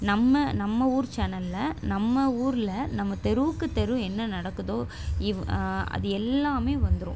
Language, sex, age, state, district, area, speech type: Tamil, female, 18-30, Tamil Nadu, Chennai, urban, spontaneous